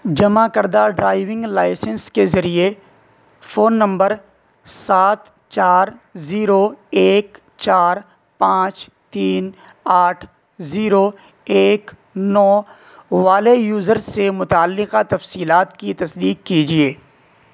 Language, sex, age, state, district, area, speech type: Urdu, male, 18-30, Uttar Pradesh, Saharanpur, urban, read